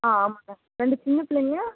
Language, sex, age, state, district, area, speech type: Tamil, female, 18-30, Tamil Nadu, Thoothukudi, urban, conversation